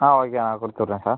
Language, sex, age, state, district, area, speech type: Tamil, male, 18-30, Tamil Nadu, Pudukkottai, rural, conversation